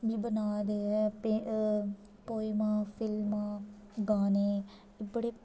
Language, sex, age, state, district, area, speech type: Dogri, female, 18-30, Jammu and Kashmir, Jammu, rural, spontaneous